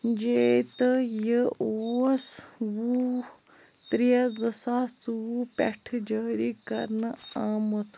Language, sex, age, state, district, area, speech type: Kashmiri, female, 18-30, Jammu and Kashmir, Bandipora, rural, read